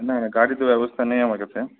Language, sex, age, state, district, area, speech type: Bengali, male, 18-30, West Bengal, Malda, rural, conversation